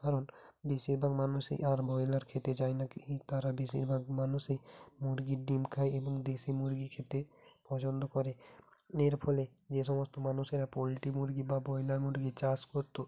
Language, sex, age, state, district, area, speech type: Bengali, male, 18-30, West Bengal, Hooghly, urban, spontaneous